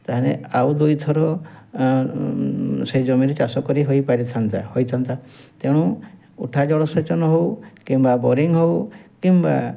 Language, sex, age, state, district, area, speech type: Odia, male, 45-60, Odisha, Mayurbhanj, rural, spontaneous